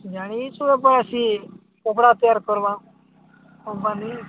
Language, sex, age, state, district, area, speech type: Odia, male, 45-60, Odisha, Nabarangpur, rural, conversation